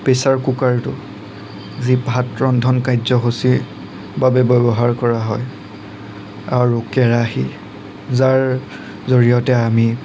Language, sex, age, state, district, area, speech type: Assamese, male, 18-30, Assam, Nagaon, rural, spontaneous